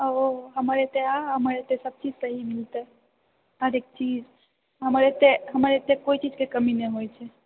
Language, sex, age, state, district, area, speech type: Maithili, female, 30-45, Bihar, Purnia, urban, conversation